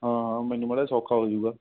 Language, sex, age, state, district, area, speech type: Punjabi, male, 18-30, Punjab, Patiala, urban, conversation